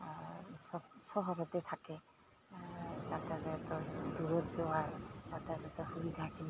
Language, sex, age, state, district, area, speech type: Assamese, female, 45-60, Assam, Goalpara, urban, spontaneous